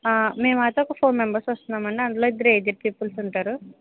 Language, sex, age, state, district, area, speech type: Telugu, female, 45-60, Andhra Pradesh, Kakinada, rural, conversation